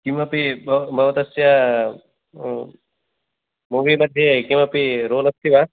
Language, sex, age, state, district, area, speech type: Sanskrit, male, 18-30, Karnataka, Uttara Kannada, rural, conversation